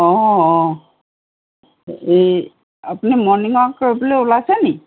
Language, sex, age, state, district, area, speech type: Assamese, female, 60+, Assam, Golaghat, urban, conversation